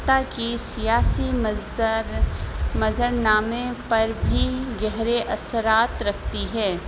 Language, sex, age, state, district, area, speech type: Urdu, female, 30-45, Uttar Pradesh, Rampur, urban, spontaneous